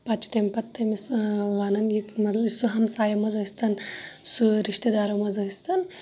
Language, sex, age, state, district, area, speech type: Kashmiri, female, 30-45, Jammu and Kashmir, Shopian, rural, spontaneous